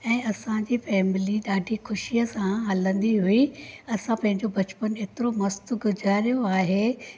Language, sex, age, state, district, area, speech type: Sindhi, female, 45-60, Maharashtra, Thane, rural, spontaneous